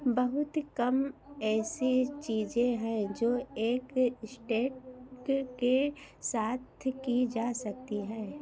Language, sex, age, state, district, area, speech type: Hindi, female, 60+, Uttar Pradesh, Ayodhya, urban, read